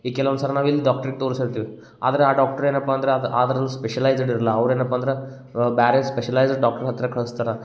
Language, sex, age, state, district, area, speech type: Kannada, male, 30-45, Karnataka, Gulbarga, urban, spontaneous